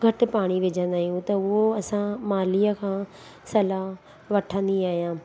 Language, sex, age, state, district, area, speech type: Sindhi, female, 30-45, Gujarat, Surat, urban, spontaneous